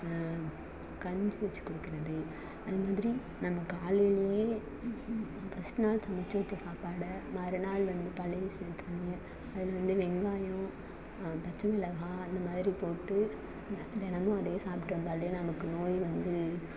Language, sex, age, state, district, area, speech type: Tamil, female, 18-30, Tamil Nadu, Thanjavur, rural, spontaneous